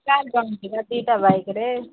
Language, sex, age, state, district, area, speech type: Odia, female, 30-45, Odisha, Nabarangpur, urban, conversation